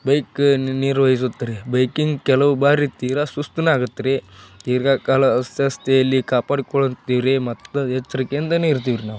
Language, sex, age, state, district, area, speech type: Kannada, male, 30-45, Karnataka, Gadag, rural, spontaneous